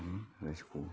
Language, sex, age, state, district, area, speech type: Bodo, male, 45-60, Assam, Baksa, rural, spontaneous